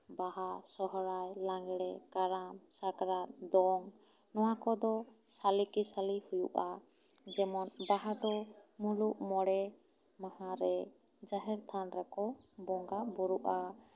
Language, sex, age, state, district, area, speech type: Santali, female, 30-45, West Bengal, Bankura, rural, spontaneous